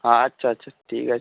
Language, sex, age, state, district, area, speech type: Bengali, male, 30-45, West Bengal, Nadia, rural, conversation